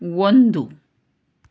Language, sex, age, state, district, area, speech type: Kannada, female, 45-60, Karnataka, Tumkur, urban, read